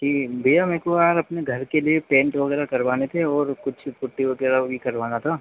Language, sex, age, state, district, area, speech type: Hindi, male, 30-45, Madhya Pradesh, Harda, urban, conversation